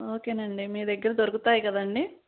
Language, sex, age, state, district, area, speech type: Telugu, female, 30-45, Andhra Pradesh, Palnadu, rural, conversation